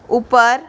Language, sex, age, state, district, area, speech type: Hindi, female, 45-60, Rajasthan, Jodhpur, rural, read